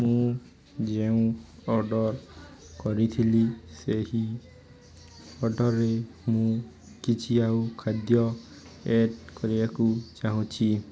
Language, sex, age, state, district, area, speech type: Odia, male, 18-30, Odisha, Nuapada, urban, spontaneous